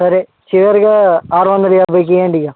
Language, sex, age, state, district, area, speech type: Telugu, male, 30-45, Telangana, Hyderabad, urban, conversation